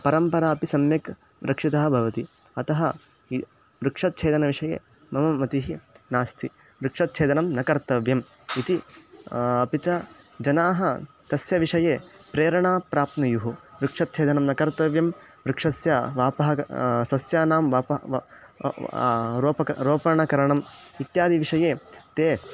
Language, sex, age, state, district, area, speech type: Sanskrit, male, 18-30, Karnataka, Chikkamagaluru, rural, spontaneous